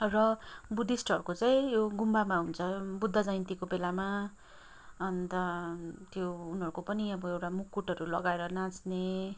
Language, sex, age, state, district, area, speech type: Nepali, female, 30-45, West Bengal, Kalimpong, rural, spontaneous